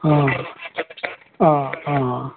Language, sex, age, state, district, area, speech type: Nepali, male, 60+, West Bengal, Darjeeling, rural, conversation